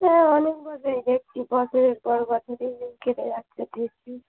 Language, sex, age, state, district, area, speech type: Bengali, female, 45-60, West Bengal, Dakshin Dinajpur, urban, conversation